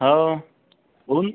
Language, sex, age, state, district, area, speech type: Marathi, male, 45-60, Maharashtra, Nagpur, urban, conversation